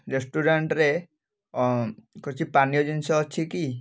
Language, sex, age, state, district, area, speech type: Odia, male, 18-30, Odisha, Kalahandi, rural, spontaneous